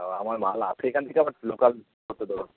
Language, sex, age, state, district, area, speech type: Bengali, male, 30-45, West Bengal, Darjeeling, rural, conversation